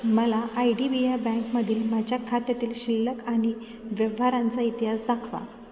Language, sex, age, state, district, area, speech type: Marathi, female, 18-30, Maharashtra, Buldhana, urban, read